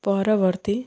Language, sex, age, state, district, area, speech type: Odia, female, 18-30, Odisha, Ganjam, urban, read